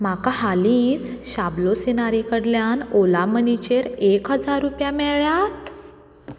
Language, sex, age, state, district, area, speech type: Goan Konkani, female, 18-30, Goa, Canacona, rural, read